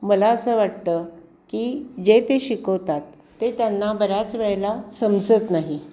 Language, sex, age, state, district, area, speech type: Marathi, female, 60+, Maharashtra, Pune, urban, spontaneous